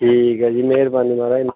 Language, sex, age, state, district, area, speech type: Punjabi, male, 45-60, Punjab, Pathankot, rural, conversation